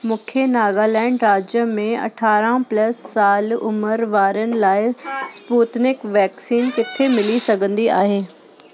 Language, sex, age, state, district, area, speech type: Sindhi, female, 30-45, Delhi, South Delhi, urban, read